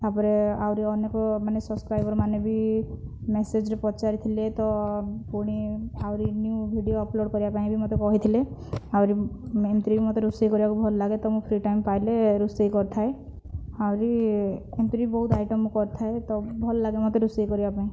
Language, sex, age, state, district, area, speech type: Odia, female, 30-45, Odisha, Kandhamal, rural, spontaneous